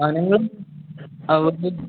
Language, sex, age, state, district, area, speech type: Malayalam, male, 18-30, Kerala, Malappuram, rural, conversation